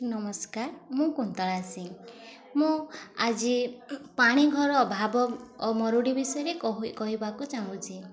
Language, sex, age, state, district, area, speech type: Odia, female, 18-30, Odisha, Mayurbhanj, rural, spontaneous